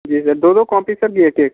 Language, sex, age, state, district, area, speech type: Hindi, male, 45-60, Uttar Pradesh, Sonbhadra, rural, conversation